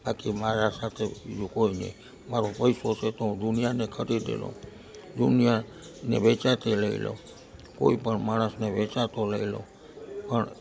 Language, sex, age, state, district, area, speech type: Gujarati, male, 60+, Gujarat, Rajkot, urban, spontaneous